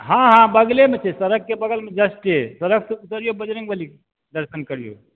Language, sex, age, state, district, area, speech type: Maithili, male, 45-60, Bihar, Supaul, rural, conversation